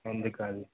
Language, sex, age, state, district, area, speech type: Telugu, male, 18-30, Telangana, Mahbubnagar, urban, conversation